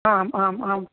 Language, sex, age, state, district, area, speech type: Sanskrit, female, 45-60, Kerala, Kozhikode, urban, conversation